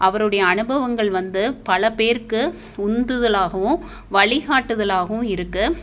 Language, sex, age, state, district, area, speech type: Tamil, female, 30-45, Tamil Nadu, Tiruppur, urban, spontaneous